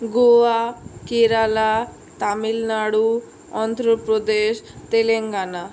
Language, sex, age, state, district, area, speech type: Bengali, female, 60+, West Bengal, Purulia, urban, spontaneous